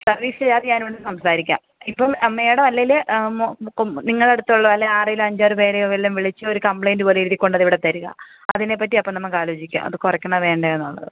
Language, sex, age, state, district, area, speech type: Malayalam, female, 18-30, Kerala, Kottayam, rural, conversation